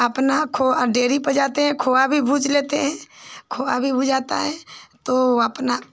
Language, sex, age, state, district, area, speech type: Hindi, female, 45-60, Uttar Pradesh, Ghazipur, rural, spontaneous